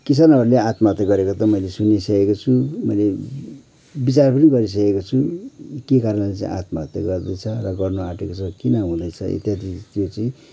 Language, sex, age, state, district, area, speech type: Nepali, male, 60+, West Bengal, Kalimpong, rural, spontaneous